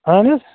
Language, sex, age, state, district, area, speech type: Kashmiri, male, 30-45, Jammu and Kashmir, Bandipora, rural, conversation